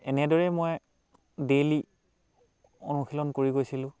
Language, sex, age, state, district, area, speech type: Assamese, male, 45-60, Assam, Dhemaji, rural, spontaneous